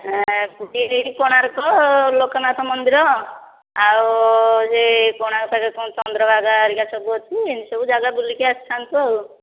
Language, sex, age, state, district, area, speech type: Odia, female, 60+, Odisha, Khordha, rural, conversation